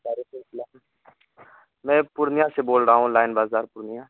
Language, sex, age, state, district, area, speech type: Urdu, male, 18-30, Bihar, Purnia, rural, conversation